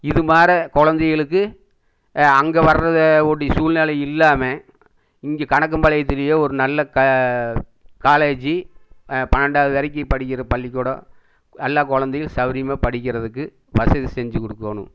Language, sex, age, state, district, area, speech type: Tamil, male, 60+, Tamil Nadu, Erode, urban, spontaneous